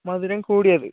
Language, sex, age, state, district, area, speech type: Malayalam, male, 18-30, Kerala, Kollam, rural, conversation